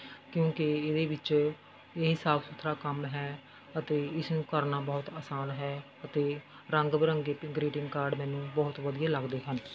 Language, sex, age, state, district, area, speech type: Punjabi, female, 45-60, Punjab, Rupnagar, rural, spontaneous